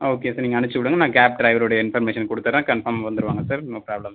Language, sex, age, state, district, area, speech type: Tamil, male, 18-30, Tamil Nadu, Kallakurichi, rural, conversation